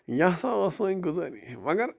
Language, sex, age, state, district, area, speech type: Kashmiri, male, 30-45, Jammu and Kashmir, Bandipora, rural, spontaneous